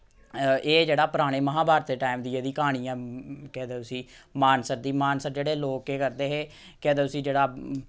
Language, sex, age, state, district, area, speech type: Dogri, male, 30-45, Jammu and Kashmir, Samba, rural, spontaneous